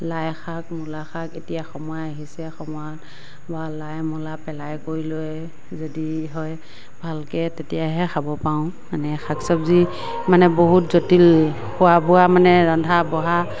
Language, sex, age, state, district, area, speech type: Assamese, female, 45-60, Assam, Morigaon, rural, spontaneous